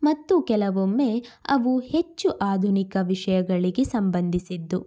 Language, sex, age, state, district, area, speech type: Kannada, female, 18-30, Karnataka, Shimoga, rural, spontaneous